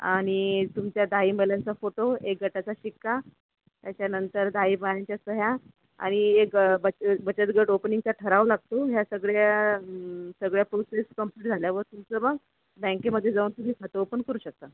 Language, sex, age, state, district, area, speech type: Marathi, female, 30-45, Maharashtra, Akola, urban, conversation